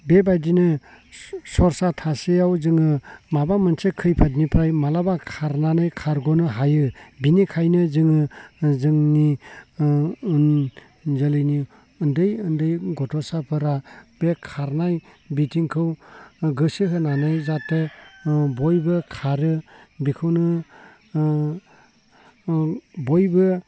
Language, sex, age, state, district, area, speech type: Bodo, male, 30-45, Assam, Baksa, rural, spontaneous